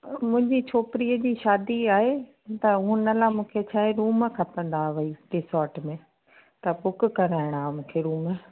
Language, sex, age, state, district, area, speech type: Sindhi, female, 30-45, Rajasthan, Ajmer, urban, conversation